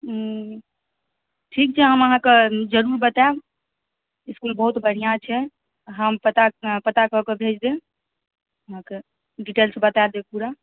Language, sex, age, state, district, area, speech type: Maithili, female, 18-30, Bihar, Darbhanga, rural, conversation